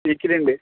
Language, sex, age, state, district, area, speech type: Malayalam, male, 18-30, Kerala, Malappuram, urban, conversation